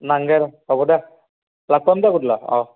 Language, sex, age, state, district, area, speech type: Assamese, male, 18-30, Assam, Nalbari, rural, conversation